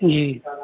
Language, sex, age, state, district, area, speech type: Urdu, male, 45-60, Uttar Pradesh, Rampur, urban, conversation